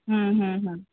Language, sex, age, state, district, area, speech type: Sindhi, female, 30-45, Uttar Pradesh, Lucknow, urban, conversation